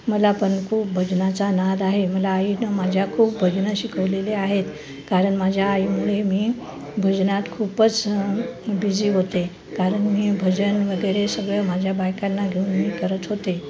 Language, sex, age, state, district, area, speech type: Marathi, female, 60+, Maharashtra, Nanded, rural, spontaneous